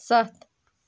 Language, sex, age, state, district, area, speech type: Kashmiri, female, 30-45, Jammu and Kashmir, Ganderbal, rural, read